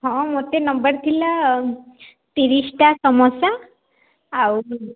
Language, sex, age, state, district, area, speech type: Odia, female, 18-30, Odisha, Sundergarh, urban, conversation